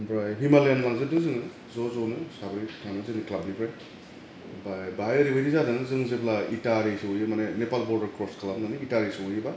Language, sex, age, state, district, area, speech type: Bodo, male, 30-45, Assam, Kokrajhar, urban, spontaneous